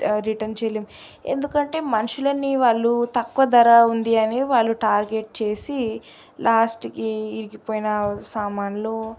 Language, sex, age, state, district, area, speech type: Telugu, female, 18-30, Telangana, Sangareddy, urban, spontaneous